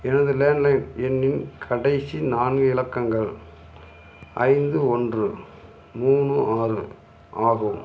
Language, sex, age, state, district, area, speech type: Tamil, male, 45-60, Tamil Nadu, Madurai, rural, read